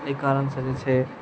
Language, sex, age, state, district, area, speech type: Maithili, male, 18-30, Bihar, Araria, urban, spontaneous